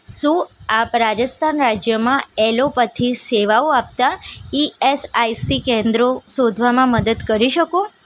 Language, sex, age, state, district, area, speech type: Gujarati, female, 18-30, Gujarat, Ahmedabad, urban, read